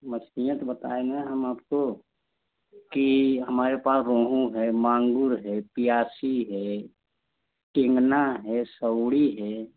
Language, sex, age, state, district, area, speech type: Hindi, male, 30-45, Uttar Pradesh, Jaunpur, rural, conversation